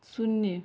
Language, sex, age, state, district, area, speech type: Hindi, female, 18-30, Rajasthan, Nagaur, rural, read